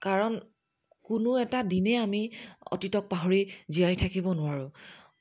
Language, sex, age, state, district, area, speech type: Assamese, female, 30-45, Assam, Dhemaji, rural, spontaneous